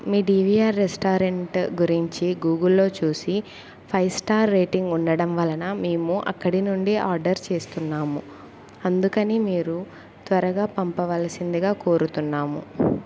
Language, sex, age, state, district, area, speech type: Telugu, female, 18-30, Andhra Pradesh, Kurnool, rural, spontaneous